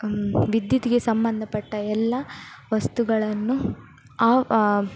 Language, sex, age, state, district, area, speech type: Kannada, female, 18-30, Karnataka, Udupi, rural, spontaneous